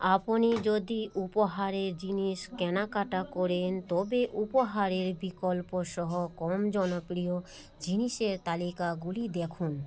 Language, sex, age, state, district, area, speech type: Bengali, female, 30-45, West Bengal, Malda, urban, read